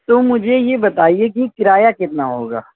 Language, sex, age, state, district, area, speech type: Urdu, male, 18-30, Uttar Pradesh, Shahjahanpur, rural, conversation